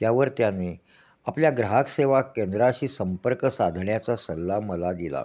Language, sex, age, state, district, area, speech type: Marathi, male, 60+, Maharashtra, Kolhapur, urban, spontaneous